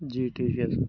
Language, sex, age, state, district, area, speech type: Hindi, male, 30-45, Madhya Pradesh, Hoshangabad, rural, spontaneous